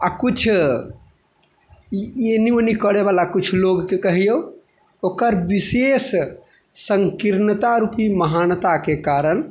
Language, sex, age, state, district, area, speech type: Maithili, male, 30-45, Bihar, Madhubani, rural, spontaneous